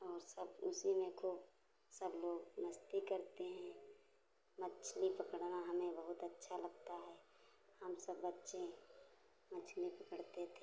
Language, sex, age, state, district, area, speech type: Hindi, female, 60+, Uttar Pradesh, Hardoi, rural, spontaneous